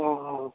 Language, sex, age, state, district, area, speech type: Assamese, male, 45-60, Assam, Jorhat, urban, conversation